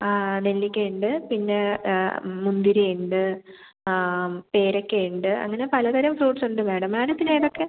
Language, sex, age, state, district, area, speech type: Malayalam, female, 18-30, Kerala, Thiruvananthapuram, rural, conversation